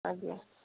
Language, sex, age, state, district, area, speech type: Odia, female, 30-45, Odisha, Mayurbhanj, rural, conversation